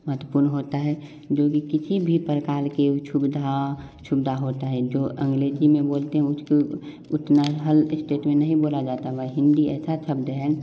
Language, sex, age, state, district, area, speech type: Hindi, male, 18-30, Bihar, Samastipur, rural, spontaneous